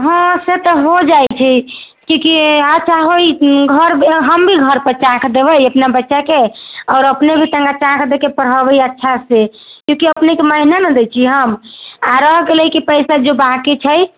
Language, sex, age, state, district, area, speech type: Maithili, female, 18-30, Bihar, Samastipur, urban, conversation